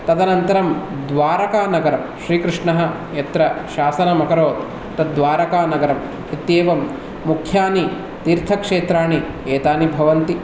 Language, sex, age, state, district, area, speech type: Sanskrit, male, 30-45, Karnataka, Bangalore Urban, urban, spontaneous